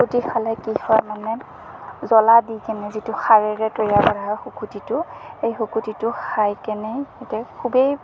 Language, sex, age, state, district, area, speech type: Assamese, female, 30-45, Assam, Morigaon, rural, spontaneous